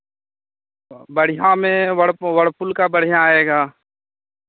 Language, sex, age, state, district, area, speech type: Hindi, male, 30-45, Bihar, Madhepura, rural, conversation